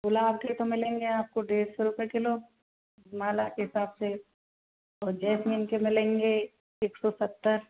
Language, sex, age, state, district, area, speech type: Hindi, female, 30-45, Rajasthan, Karauli, urban, conversation